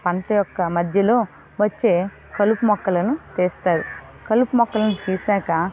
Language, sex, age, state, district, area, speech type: Telugu, female, 18-30, Andhra Pradesh, Vizianagaram, rural, spontaneous